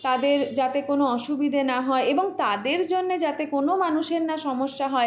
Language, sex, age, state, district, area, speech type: Bengali, female, 30-45, West Bengal, Purulia, urban, spontaneous